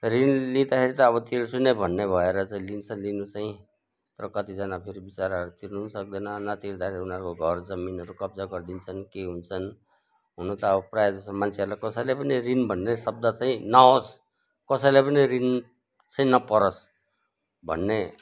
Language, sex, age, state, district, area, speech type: Nepali, male, 60+, West Bengal, Kalimpong, rural, spontaneous